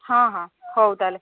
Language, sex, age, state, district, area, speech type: Odia, female, 60+, Odisha, Jharsuguda, rural, conversation